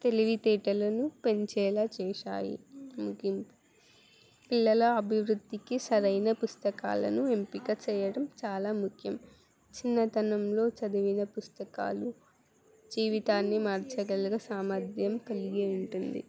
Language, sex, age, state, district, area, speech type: Telugu, female, 18-30, Telangana, Jangaon, urban, spontaneous